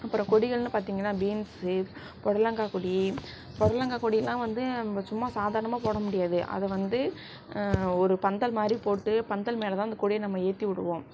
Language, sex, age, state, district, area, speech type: Tamil, female, 60+, Tamil Nadu, Sivaganga, rural, spontaneous